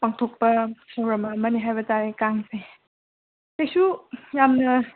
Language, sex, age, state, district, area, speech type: Manipuri, female, 18-30, Manipur, Senapati, rural, conversation